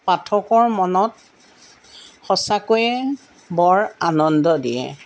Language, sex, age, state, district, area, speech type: Assamese, female, 60+, Assam, Jorhat, urban, spontaneous